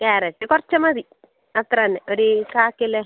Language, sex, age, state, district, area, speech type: Malayalam, female, 30-45, Kerala, Kasaragod, rural, conversation